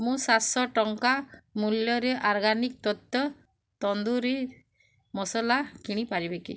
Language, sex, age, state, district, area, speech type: Odia, female, 30-45, Odisha, Bargarh, urban, read